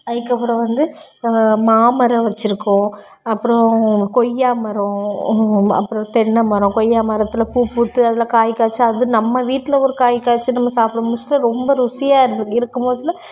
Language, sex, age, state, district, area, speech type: Tamil, female, 30-45, Tamil Nadu, Thoothukudi, urban, spontaneous